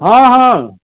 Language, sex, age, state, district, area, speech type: Odia, male, 60+, Odisha, Cuttack, urban, conversation